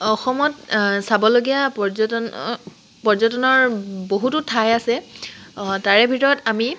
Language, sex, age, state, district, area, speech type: Assamese, female, 18-30, Assam, Charaideo, urban, spontaneous